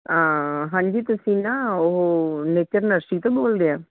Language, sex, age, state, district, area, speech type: Punjabi, female, 45-60, Punjab, Muktsar, urban, conversation